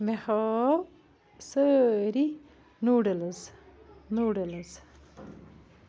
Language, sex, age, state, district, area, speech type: Kashmiri, female, 45-60, Jammu and Kashmir, Bandipora, rural, read